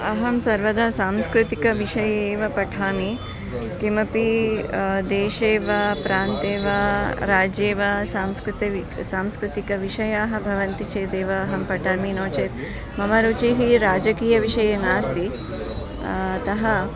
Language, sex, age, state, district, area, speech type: Sanskrit, female, 45-60, Karnataka, Dharwad, urban, spontaneous